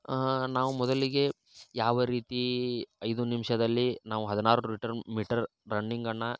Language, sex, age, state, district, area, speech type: Kannada, male, 30-45, Karnataka, Tumkur, urban, spontaneous